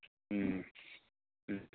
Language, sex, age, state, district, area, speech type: Manipuri, male, 45-60, Manipur, Senapati, rural, conversation